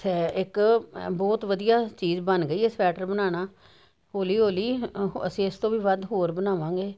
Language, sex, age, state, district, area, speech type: Punjabi, female, 60+, Punjab, Jalandhar, urban, spontaneous